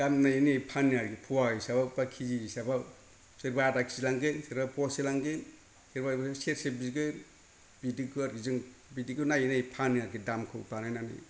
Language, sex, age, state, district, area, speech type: Bodo, male, 60+, Assam, Kokrajhar, rural, spontaneous